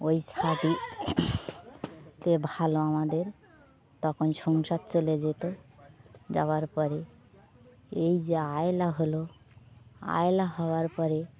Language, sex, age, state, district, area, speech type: Bengali, female, 45-60, West Bengal, Birbhum, urban, spontaneous